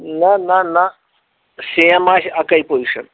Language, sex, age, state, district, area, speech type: Kashmiri, male, 60+, Jammu and Kashmir, Anantnag, rural, conversation